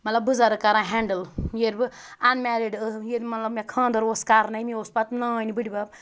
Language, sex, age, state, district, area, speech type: Kashmiri, female, 18-30, Jammu and Kashmir, Ganderbal, rural, spontaneous